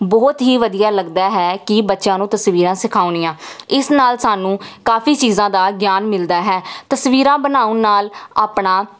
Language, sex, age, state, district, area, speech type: Punjabi, female, 18-30, Punjab, Jalandhar, urban, spontaneous